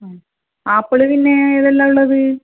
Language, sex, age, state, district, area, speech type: Malayalam, female, 30-45, Kerala, Kannur, rural, conversation